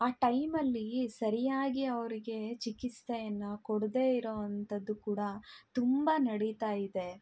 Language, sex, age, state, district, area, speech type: Kannada, female, 18-30, Karnataka, Chitradurga, rural, spontaneous